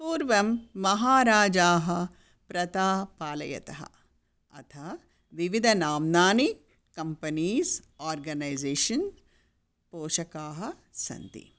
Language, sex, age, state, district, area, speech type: Sanskrit, female, 60+, Karnataka, Bangalore Urban, urban, spontaneous